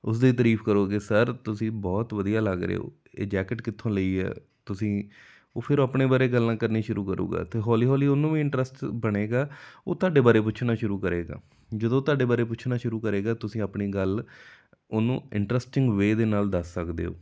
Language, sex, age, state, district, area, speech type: Punjabi, male, 30-45, Punjab, Amritsar, urban, spontaneous